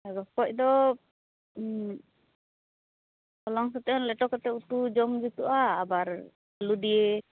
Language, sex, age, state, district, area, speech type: Santali, female, 18-30, West Bengal, Purba Bardhaman, rural, conversation